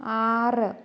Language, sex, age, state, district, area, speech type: Malayalam, female, 30-45, Kerala, Palakkad, rural, read